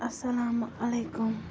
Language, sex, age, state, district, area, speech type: Kashmiri, female, 30-45, Jammu and Kashmir, Bandipora, rural, spontaneous